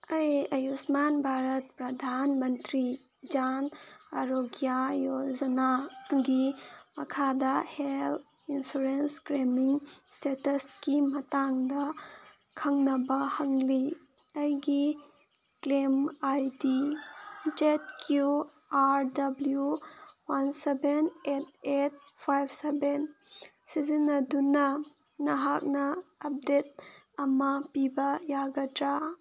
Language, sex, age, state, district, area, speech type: Manipuri, female, 30-45, Manipur, Senapati, rural, read